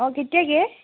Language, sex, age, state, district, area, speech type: Assamese, female, 18-30, Assam, Sivasagar, rural, conversation